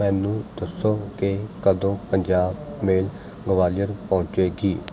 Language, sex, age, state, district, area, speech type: Punjabi, male, 30-45, Punjab, Mohali, urban, read